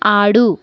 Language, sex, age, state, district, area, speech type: Telugu, female, 30-45, Andhra Pradesh, Kakinada, urban, read